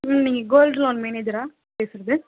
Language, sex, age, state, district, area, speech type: Tamil, female, 18-30, Tamil Nadu, Kallakurichi, rural, conversation